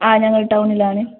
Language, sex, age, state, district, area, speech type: Malayalam, female, 18-30, Kerala, Wayanad, rural, conversation